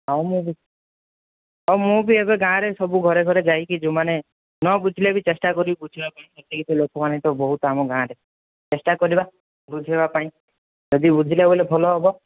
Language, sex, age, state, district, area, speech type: Odia, male, 30-45, Odisha, Kandhamal, rural, conversation